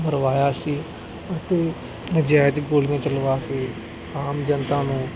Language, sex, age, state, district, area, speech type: Punjabi, male, 18-30, Punjab, Gurdaspur, rural, spontaneous